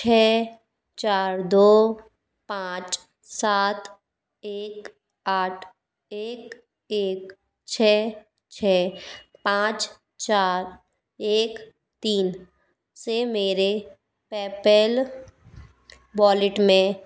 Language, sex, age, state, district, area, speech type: Hindi, female, 45-60, Madhya Pradesh, Bhopal, urban, read